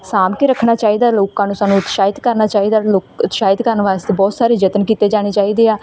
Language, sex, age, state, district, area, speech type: Punjabi, female, 18-30, Punjab, Bathinda, rural, spontaneous